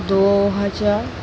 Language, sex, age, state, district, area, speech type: Hindi, female, 18-30, Madhya Pradesh, Jabalpur, urban, spontaneous